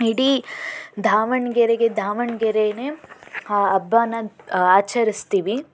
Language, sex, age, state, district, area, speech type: Kannada, female, 18-30, Karnataka, Davanagere, rural, spontaneous